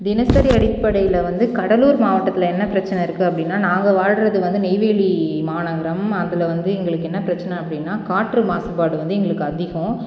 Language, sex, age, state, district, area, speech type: Tamil, female, 30-45, Tamil Nadu, Cuddalore, rural, spontaneous